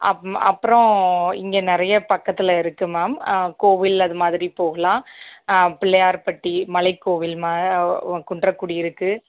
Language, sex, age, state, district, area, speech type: Tamil, female, 18-30, Tamil Nadu, Sivaganga, rural, conversation